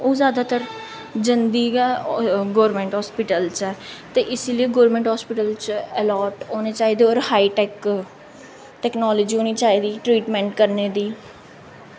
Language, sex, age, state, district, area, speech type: Dogri, female, 18-30, Jammu and Kashmir, Jammu, urban, spontaneous